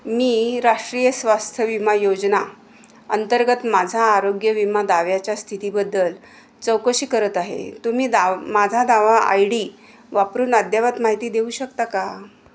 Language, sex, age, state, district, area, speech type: Marathi, female, 60+, Maharashtra, Kolhapur, urban, read